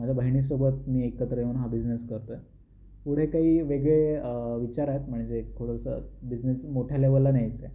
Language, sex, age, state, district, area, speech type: Marathi, male, 18-30, Maharashtra, Raigad, rural, spontaneous